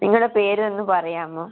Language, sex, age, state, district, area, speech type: Malayalam, female, 18-30, Kerala, Kannur, rural, conversation